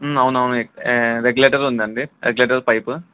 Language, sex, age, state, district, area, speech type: Telugu, male, 18-30, Andhra Pradesh, Nellore, rural, conversation